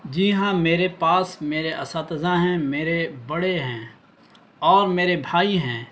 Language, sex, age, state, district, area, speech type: Urdu, male, 18-30, Bihar, Araria, rural, spontaneous